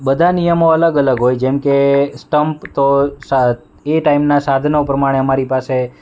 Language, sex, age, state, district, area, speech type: Gujarati, male, 30-45, Gujarat, Rajkot, urban, spontaneous